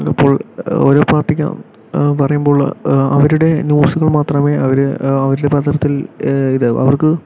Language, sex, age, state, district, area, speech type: Malayalam, male, 18-30, Kerala, Palakkad, rural, spontaneous